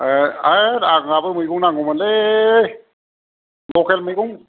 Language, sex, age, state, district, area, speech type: Bodo, male, 45-60, Assam, Kokrajhar, rural, conversation